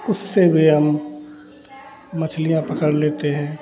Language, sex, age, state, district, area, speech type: Hindi, male, 45-60, Uttar Pradesh, Hardoi, rural, spontaneous